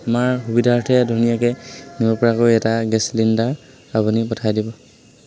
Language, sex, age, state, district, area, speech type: Assamese, male, 18-30, Assam, Sivasagar, urban, spontaneous